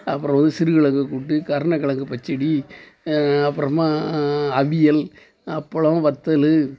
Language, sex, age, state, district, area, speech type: Tamil, male, 45-60, Tamil Nadu, Thoothukudi, rural, spontaneous